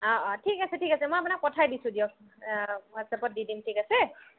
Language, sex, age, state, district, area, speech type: Assamese, female, 30-45, Assam, Barpeta, urban, conversation